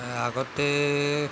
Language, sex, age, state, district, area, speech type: Assamese, male, 60+, Assam, Tinsukia, rural, spontaneous